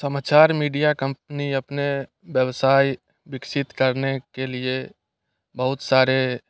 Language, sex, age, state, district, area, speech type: Hindi, male, 18-30, Bihar, Muzaffarpur, urban, spontaneous